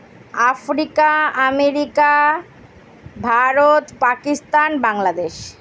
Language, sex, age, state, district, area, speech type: Bengali, female, 30-45, West Bengal, Kolkata, urban, spontaneous